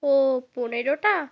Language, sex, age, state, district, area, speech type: Bengali, female, 18-30, West Bengal, North 24 Parganas, rural, spontaneous